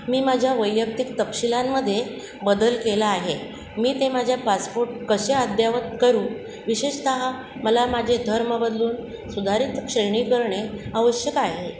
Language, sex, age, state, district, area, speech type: Marathi, female, 45-60, Maharashtra, Mumbai Suburban, urban, read